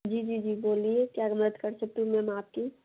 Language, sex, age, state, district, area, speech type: Hindi, female, 60+, Madhya Pradesh, Bhopal, urban, conversation